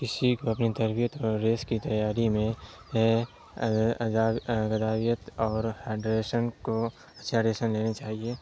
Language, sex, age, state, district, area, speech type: Urdu, male, 30-45, Bihar, Supaul, rural, spontaneous